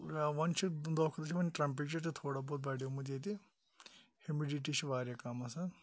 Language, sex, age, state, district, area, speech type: Kashmiri, male, 30-45, Jammu and Kashmir, Pulwama, urban, spontaneous